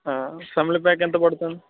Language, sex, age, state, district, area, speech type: Telugu, male, 18-30, Telangana, Khammam, urban, conversation